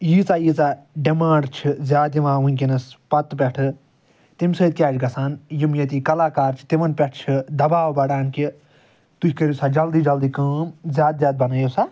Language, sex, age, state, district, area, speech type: Kashmiri, male, 45-60, Jammu and Kashmir, Srinagar, urban, spontaneous